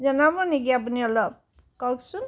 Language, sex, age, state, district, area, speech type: Assamese, female, 60+, Assam, Tinsukia, rural, spontaneous